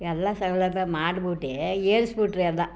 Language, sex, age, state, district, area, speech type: Kannada, female, 60+, Karnataka, Mysore, rural, spontaneous